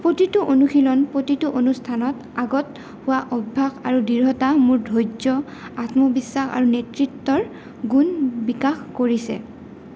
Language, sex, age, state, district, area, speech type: Assamese, female, 18-30, Assam, Goalpara, urban, spontaneous